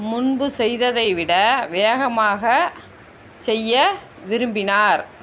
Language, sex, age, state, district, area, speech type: Tamil, female, 60+, Tamil Nadu, Tiruppur, rural, read